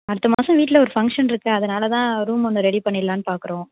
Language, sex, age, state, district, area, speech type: Tamil, female, 30-45, Tamil Nadu, Mayiladuthurai, rural, conversation